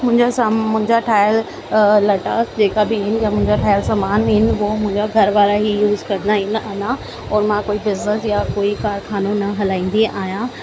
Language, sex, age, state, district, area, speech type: Sindhi, female, 30-45, Delhi, South Delhi, urban, spontaneous